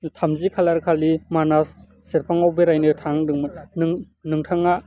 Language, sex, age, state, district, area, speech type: Bodo, male, 18-30, Assam, Baksa, rural, spontaneous